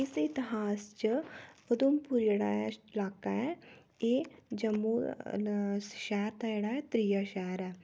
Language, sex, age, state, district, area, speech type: Dogri, female, 18-30, Jammu and Kashmir, Udhampur, rural, spontaneous